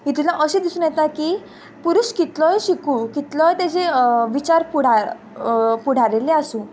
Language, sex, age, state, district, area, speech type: Goan Konkani, female, 18-30, Goa, Quepem, rural, spontaneous